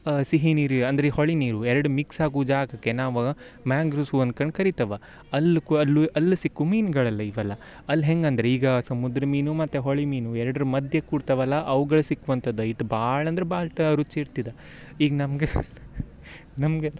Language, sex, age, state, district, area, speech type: Kannada, male, 18-30, Karnataka, Uttara Kannada, rural, spontaneous